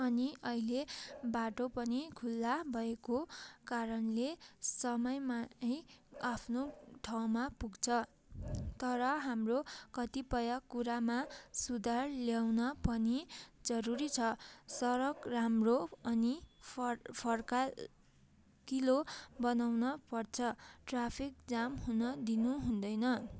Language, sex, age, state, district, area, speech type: Nepali, female, 45-60, West Bengal, Darjeeling, rural, spontaneous